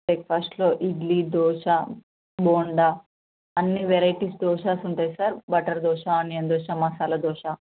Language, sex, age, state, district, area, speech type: Telugu, female, 30-45, Telangana, Vikarabad, urban, conversation